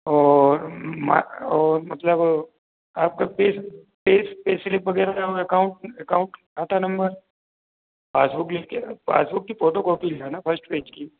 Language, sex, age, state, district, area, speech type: Hindi, male, 60+, Madhya Pradesh, Gwalior, rural, conversation